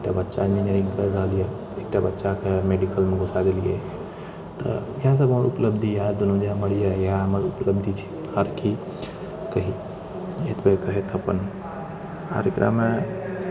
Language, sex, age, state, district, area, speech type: Maithili, male, 60+, Bihar, Purnia, rural, spontaneous